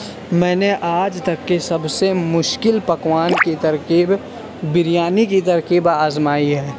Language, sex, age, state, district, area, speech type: Urdu, male, 30-45, Uttar Pradesh, Gautam Buddha Nagar, urban, spontaneous